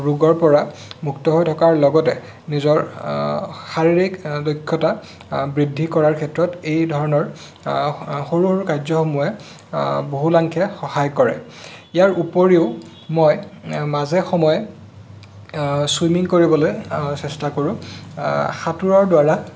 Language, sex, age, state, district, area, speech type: Assamese, male, 18-30, Assam, Sonitpur, rural, spontaneous